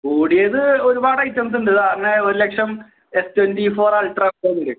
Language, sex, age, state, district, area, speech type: Malayalam, male, 18-30, Kerala, Malappuram, rural, conversation